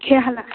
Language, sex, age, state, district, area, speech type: Assamese, female, 18-30, Assam, Charaideo, urban, conversation